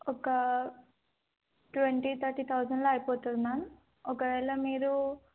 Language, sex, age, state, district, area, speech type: Telugu, female, 18-30, Telangana, Jangaon, urban, conversation